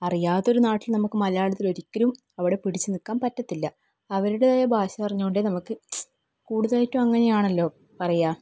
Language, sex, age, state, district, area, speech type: Malayalam, female, 18-30, Kerala, Kannur, rural, spontaneous